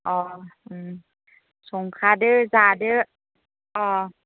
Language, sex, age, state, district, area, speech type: Bodo, female, 30-45, Assam, Baksa, rural, conversation